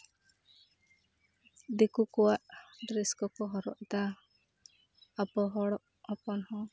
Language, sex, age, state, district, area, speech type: Santali, female, 30-45, West Bengal, Jhargram, rural, spontaneous